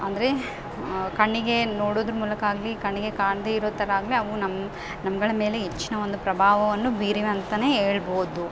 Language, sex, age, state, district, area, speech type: Kannada, female, 18-30, Karnataka, Bellary, rural, spontaneous